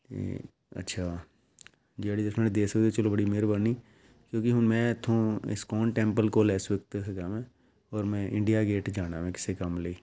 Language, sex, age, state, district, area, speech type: Punjabi, male, 45-60, Punjab, Amritsar, urban, spontaneous